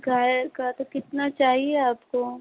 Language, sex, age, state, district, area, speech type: Hindi, female, 18-30, Uttar Pradesh, Azamgarh, urban, conversation